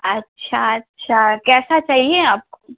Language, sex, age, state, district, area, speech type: Hindi, female, 18-30, Uttar Pradesh, Ghazipur, urban, conversation